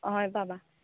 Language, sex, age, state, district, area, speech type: Assamese, female, 18-30, Assam, Darrang, rural, conversation